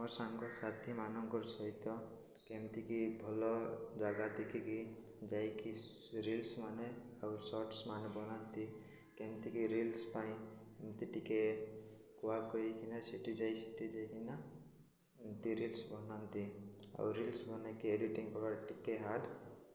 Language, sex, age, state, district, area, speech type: Odia, male, 18-30, Odisha, Koraput, urban, spontaneous